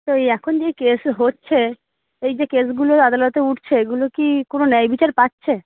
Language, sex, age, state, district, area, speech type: Bengali, female, 45-60, West Bengal, Darjeeling, urban, conversation